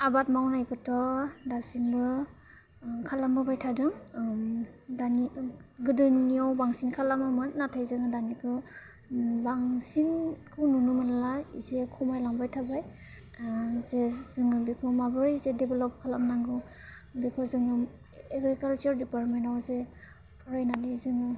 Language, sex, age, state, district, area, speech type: Bodo, female, 18-30, Assam, Udalguri, rural, spontaneous